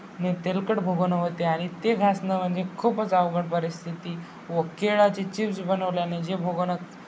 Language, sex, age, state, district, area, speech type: Marathi, male, 18-30, Maharashtra, Nanded, rural, spontaneous